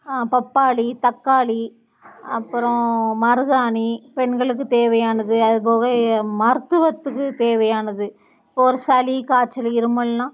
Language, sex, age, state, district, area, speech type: Tamil, female, 45-60, Tamil Nadu, Thoothukudi, rural, spontaneous